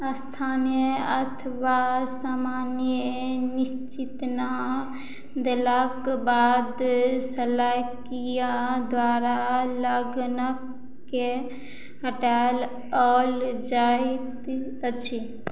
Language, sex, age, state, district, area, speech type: Maithili, female, 30-45, Bihar, Madhubani, rural, read